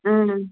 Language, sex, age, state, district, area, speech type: Tamil, female, 60+, Tamil Nadu, Erode, rural, conversation